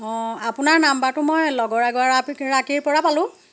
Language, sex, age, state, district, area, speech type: Assamese, female, 45-60, Assam, Jorhat, urban, spontaneous